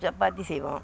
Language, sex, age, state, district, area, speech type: Tamil, female, 60+, Tamil Nadu, Thanjavur, rural, spontaneous